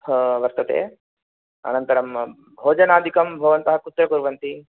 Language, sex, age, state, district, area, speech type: Sanskrit, male, 30-45, Telangana, Nizamabad, urban, conversation